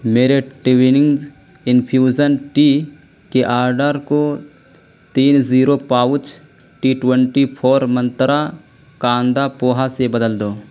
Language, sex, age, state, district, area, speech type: Urdu, male, 18-30, Uttar Pradesh, Balrampur, rural, read